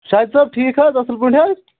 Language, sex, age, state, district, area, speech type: Kashmiri, male, 18-30, Jammu and Kashmir, Anantnag, rural, conversation